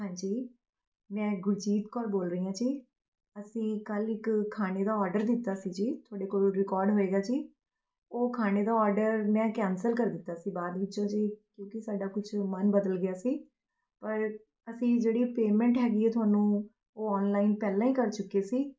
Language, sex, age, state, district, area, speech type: Punjabi, female, 30-45, Punjab, Rupnagar, urban, spontaneous